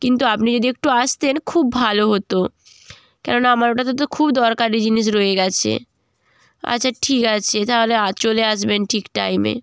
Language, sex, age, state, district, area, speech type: Bengali, female, 18-30, West Bengal, Jalpaiguri, rural, spontaneous